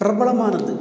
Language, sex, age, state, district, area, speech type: Tamil, male, 45-60, Tamil Nadu, Cuddalore, urban, spontaneous